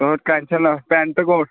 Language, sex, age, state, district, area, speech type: Dogri, male, 18-30, Jammu and Kashmir, Kathua, rural, conversation